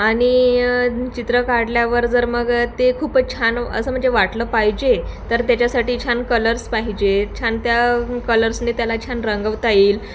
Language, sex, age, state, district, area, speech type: Marathi, female, 18-30, Maharashtra, Thane, rural, spontaneous